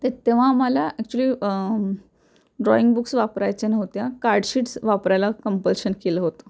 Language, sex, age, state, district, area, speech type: Marathi, female, 18-30, Maharashtra, Pune, urban, spontaneous